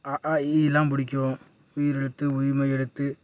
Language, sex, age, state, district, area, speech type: Tamil, male, 18-30, Tamil Nadu, Tiruppur, rural, spontaneous